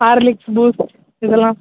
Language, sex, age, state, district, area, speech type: Tamil, male, 18-30, Tamil Nadu, Tiruchirappalli, rural, conversation